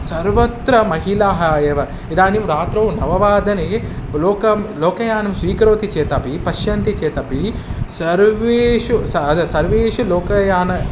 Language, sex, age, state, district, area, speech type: Sanskrit, male, 18-30, Telangana, Hyderabad, urban, spontaneous